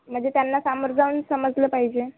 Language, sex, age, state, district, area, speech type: Marathi, female, 18-30, Maharashtra, Nagpur, rural, conversation